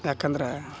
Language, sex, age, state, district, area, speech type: Kannada, male, 30-45, Karnataka, Koppal, rural, spontaneous